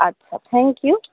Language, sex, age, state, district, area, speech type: Assamese, female, 30-45, Assam, Charaideo, urban, conversation